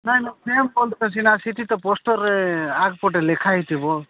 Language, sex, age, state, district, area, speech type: Odia, male, 45-60, Odisha, Nabarangpur, rural, conversation